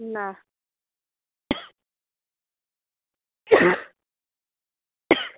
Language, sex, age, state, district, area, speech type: Bengali, female, 30-45, West Bengal, Malda, urban, conversation